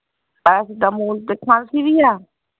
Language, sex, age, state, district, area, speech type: Dogri, female, 30-45, Jammu and Kashmir, Samba, urban, conversation